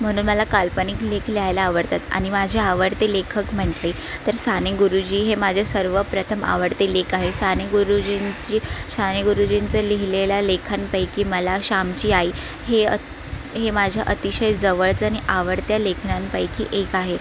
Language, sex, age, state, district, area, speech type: Marathi, female, 18-30, Maharashtra, Sindhudurg, rural, spontaneous